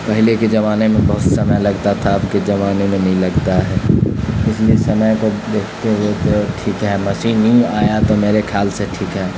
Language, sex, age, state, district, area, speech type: Urdu, male, 18-30, Bihar, Khagaria, rural, spontaneous